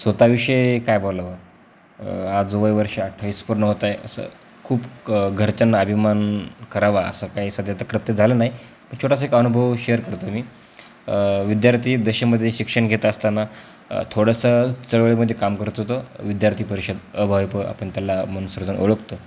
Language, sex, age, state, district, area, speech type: Marathi, male, 18-30, Maharashtra, Beed, rural, spontaneous